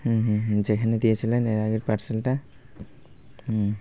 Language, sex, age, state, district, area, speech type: Bengali, male, 18-30, West Bengal, Malda, urban, spontaneous